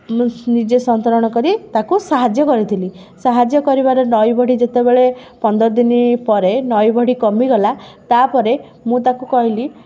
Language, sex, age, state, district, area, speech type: Odia, female, 30-45, Odisha, Puri, urban, spontaneous